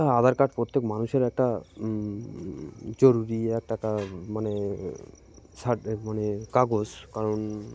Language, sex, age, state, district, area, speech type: Bengali, male, 30-45, West Bengal, Cooch Behar, urban, spontaneous